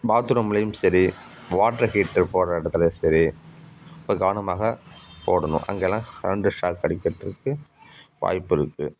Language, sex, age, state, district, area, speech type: Tamil, male, 45-60, Tamil Nadu, Nagapattinam, rural, spontaneous